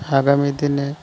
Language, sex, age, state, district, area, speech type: Bengali, male, 30-45, West Bengal, Dakshin Dinajpur, urban, spontaneous